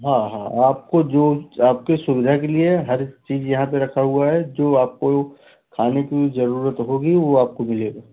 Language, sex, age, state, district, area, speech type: Hindi, male, 30-45, Uttar Pradesh, Jaunpur, rural, conversation